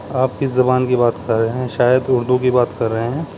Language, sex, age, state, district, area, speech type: Urdu, male, 30-45, Uttar Pradesh, Muzaffarnagar, urban, spontaneous